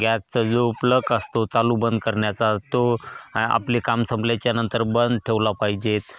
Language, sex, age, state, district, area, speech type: Marathi, male, 30-45, Maharashtra, Hingoli, urban, spontaneous